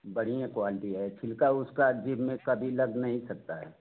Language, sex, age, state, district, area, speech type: Hindi, male, 45-60, Uttar Pradesh, Mau, rural, conversation